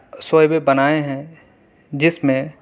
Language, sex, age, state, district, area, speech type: Urdu, male, 18-30, Delhi, South Delhi, urban, spontaneous